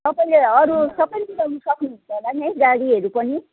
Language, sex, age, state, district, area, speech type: Nepali, female, 60+, West Bengal, Kalimpong, rural, conversation